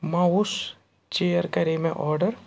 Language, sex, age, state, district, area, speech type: Kashmiri, male, 45-60, Jammu and Kashmir, Srinagar, urban, spontaneous